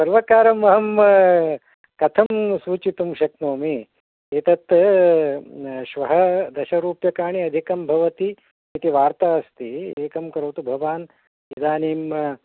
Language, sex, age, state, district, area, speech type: Sanskrit, male, 60+, Karnataka, Udupi, urban, conversation